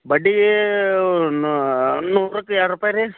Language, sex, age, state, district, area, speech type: Kannada, male, 30-45, Karnataka, Vijayapura, urban, conversation